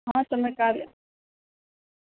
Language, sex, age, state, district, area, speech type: Gujarati, female, 18-30, Gujarat, Valsad, rural, conversation